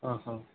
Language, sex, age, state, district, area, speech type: Odia, male, 45-60, Odisha, Sambalpur, rural, conversation